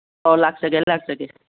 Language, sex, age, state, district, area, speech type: Manipuri, female, 60+, Manipur, Kangpokpi, urban, conversation